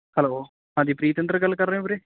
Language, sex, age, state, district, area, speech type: Punjabi, male, 18-30, Punjab, Bathinda, urban, conversation